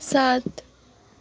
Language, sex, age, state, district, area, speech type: Nepali, female, 18-30, West Bengal, Kalimpong, rural, read